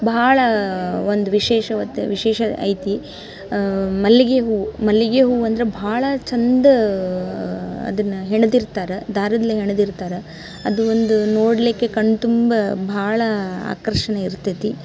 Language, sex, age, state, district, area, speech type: Kannada, female, 18-30, Karnataka, Dharwad, rural, spontaneous